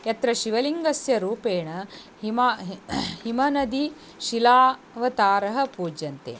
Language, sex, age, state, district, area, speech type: Sanskrit, female, 45-60, Karnataka, Dharwad, urban, spontaneous